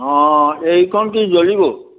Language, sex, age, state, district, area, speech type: Assamese, male, 60+, Assam, Majuli, urban, conversation